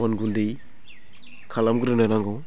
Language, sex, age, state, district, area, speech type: Bodo, male, 18-30, Assam, Baksa, rural, spontaneous